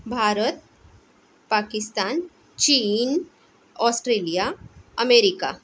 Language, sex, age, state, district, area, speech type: Marathi, female, 45-60, Maharashtra, Akola, urban, spontaneous